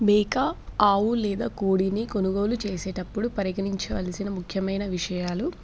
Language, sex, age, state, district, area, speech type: Telugu, female, 18-30, Telangana, Hyderabad, urban, spontaneous